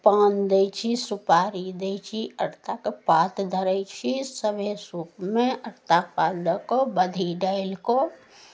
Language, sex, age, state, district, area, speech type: Maithili, female, 60+, Bihar, Samastipur, urban, spontaneous